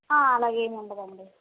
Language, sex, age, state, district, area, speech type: Telugu, female, 18-30, Andhra Pradesh, Guntur, urban, conversation